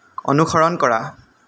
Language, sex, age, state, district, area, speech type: Assamese, male, 18-30, Assam, Lakhimpur, rural, read